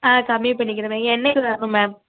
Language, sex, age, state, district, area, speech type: Tamil, female, 18-30, Tamil Nadu, Madurai, urban, conversation